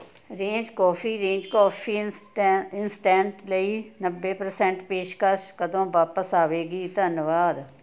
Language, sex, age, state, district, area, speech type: Punjabi, female, 60+, Punjab, Ludhiana, rural, read